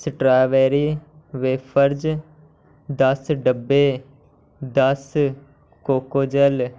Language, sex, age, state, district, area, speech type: Punjabi, male, 18-30, Punjab, Shaheed Bhagat Singh Nagar, urban, read